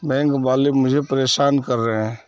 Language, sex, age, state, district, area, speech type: Urdu, male, 30-45, Bihar, Saharsa, rural, spontaneous